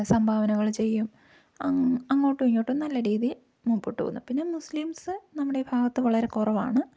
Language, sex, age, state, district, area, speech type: Malayalam, female, 18-30, Kerala, Idukki, rural, spontaneous